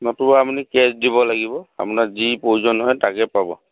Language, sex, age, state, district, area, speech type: Assamese, male, 45-60, Assam, Dhemaji, rural, conversation